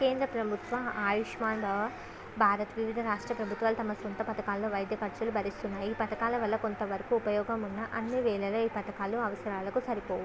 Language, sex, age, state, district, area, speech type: Telugu, female, 18-30, Andhra Pradesh, Visakhapatnam, urban, spontaneous